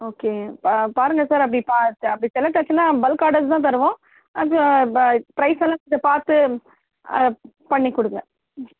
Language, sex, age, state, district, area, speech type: Tamil, female, 45-60, Tamil Nadu, Chennai, urban, conversation